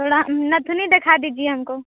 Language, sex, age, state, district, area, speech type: Hindi, female, 45-60, Uttar Pradesh, Bhadohi, urban, conversation